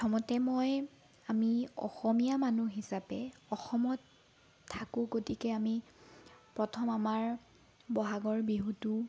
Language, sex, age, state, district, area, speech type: Assamese, female, 18-30, Assam, Sonitpur, rural, spontaneous